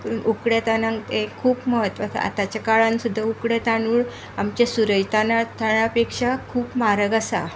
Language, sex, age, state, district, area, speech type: Goan Konkani, female, 45-60, Goa, Tiswadi, rural, spontaneous